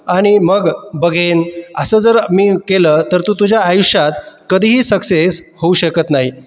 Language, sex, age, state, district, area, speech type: Marathi, male, 30-45, Maharashtra, Buldhana, urban, spontaneous